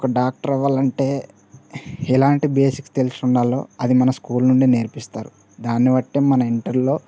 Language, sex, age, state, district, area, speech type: Telugu, male, 18-30, Telangana, Mancherial, rural, spontaneous